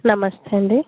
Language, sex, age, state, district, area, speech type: Telugu, female, 30-45, Andhra Pradesh, Kakinada, rural, conversation